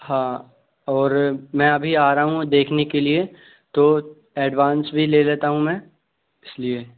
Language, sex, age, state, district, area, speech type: Hindi, male, 18-30, Madhya Pradesh, Bhopal, urban, conversation